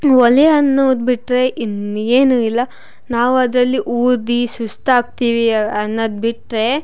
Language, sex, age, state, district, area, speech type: Kannada, female, 18-30, Karnataka, Chitradurga, rural, spontaneous